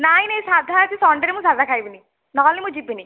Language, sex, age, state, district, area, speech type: Odia, female, 18-30, Odisha, Nayagarh, rural, conversation